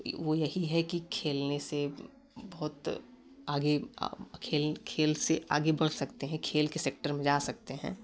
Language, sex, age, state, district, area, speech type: Hindi, male, 18-30, Uttar Pradesh, Prayagraj, rural, spontaneous